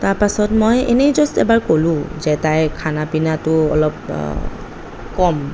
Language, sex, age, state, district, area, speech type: Assamese, female, 30-45, Assam, Kamrup Metropolitan, urban, spontaneous